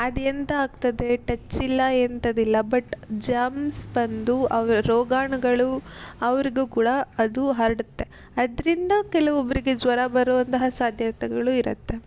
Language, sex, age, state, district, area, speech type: Kannada, female, 18-30, Karnataka, Tumkur, urban, spontaneous